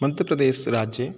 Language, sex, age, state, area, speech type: Sanskrit, male, 18-30, Madhya Pradesh, rural, spontaneous